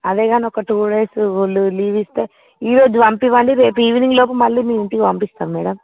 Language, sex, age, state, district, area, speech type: Telugu, female, 45-60, Andhra Pradesh, Visakhapatnam, urban, conversation